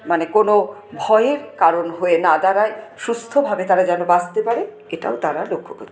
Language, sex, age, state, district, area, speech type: Bengali, female, 45-60, West Bengal, Paschim Bardhaman, urban, spontaneous